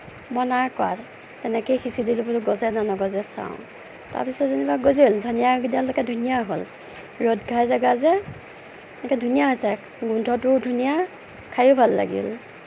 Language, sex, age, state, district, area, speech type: Assamese, female, 30-45, Assam, Nagaon, rural, spontaneous